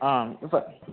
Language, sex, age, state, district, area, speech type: Malayalam, male, 18-30, Kerala, Malappuram, rural, conversation